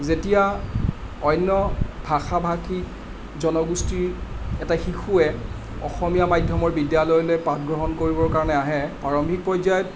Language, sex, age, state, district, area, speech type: Assamese, male, 45-60, Assam, Charaideo, urban, spontaneous